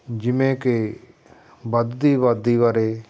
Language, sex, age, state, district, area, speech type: Punjabi, male, 45-60, Punjab, Fatehgarh Sahib, urban, spontaneous